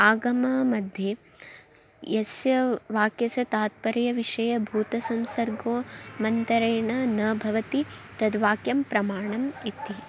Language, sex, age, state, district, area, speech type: Sanskrit, female, 18-30, Karnataka, Vijayanagara, urban, spontaneous